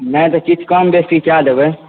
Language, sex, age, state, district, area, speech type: Maithili, male, 18-30, Bihar, Supaul, rural, conversation